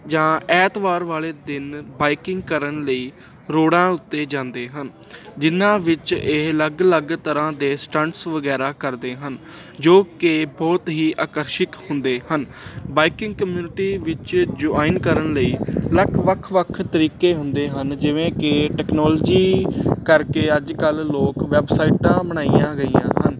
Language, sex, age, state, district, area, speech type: Punjabi, male, 18-30, Punjab, Ludhiana, urban, spontaneous